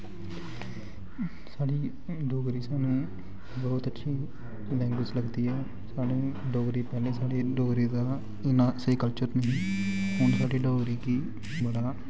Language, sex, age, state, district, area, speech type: Dogri, male, 18-30, Jammu and Kashmir, Samba, rural, spontaneous